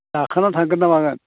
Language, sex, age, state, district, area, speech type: Bodo, male, 60+, Assam, Chirang, rural, conversation